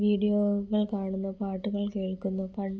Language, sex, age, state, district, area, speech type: Malayalam, female, 18-30, Kerala, Kollam, rural, spontaneous